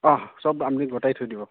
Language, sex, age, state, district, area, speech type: Assamese, male, 30-45, Assam, Goalpara, urban, conversation